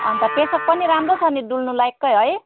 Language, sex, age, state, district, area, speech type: Nepali, female, 45-60, West Bengal, Darjeeling, rural, conversation